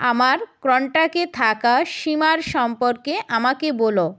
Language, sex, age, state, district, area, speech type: Bengali, female, 30-45, West Bengal, North 24 Parganas, rural, read